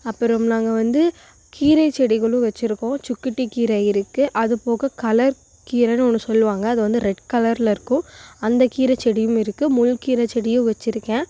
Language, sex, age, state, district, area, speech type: Tamil, female, 18-30, Tamil Nadu, Coimbatore, rural, spontaneous